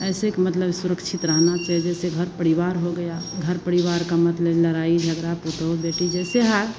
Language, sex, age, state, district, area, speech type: Hindi, female, 45-60, Bihar, Madhepura, rural, spontaneous